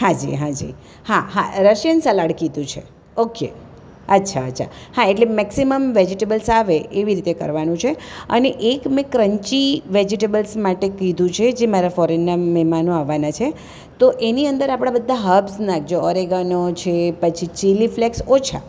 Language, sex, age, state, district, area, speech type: Gujarati, female, 60+, Gujarat, Surat, urban, spontaneous